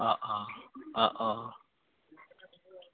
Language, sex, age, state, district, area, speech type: Assamese, male, 18-30, Assam, Goalpara, urban, conversation